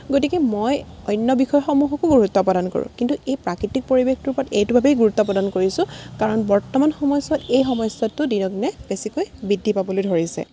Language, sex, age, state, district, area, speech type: Assamese, female, 18-30, Assam, Golaghat, urban, spontaneous